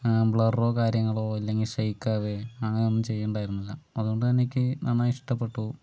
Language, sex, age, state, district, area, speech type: Malayalam, male, 45-60, Kerala, Palakkad, urban, spontaneous